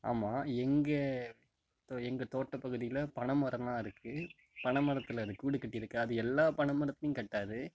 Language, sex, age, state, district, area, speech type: Tamil, male, 18-30, Tamil Nadu, Mayiladuthurai, rural, spontaneous